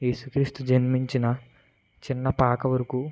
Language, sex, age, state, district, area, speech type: Telugu, male, 18-30, Andhra Pradesh, West Godavari, rural, spontaneous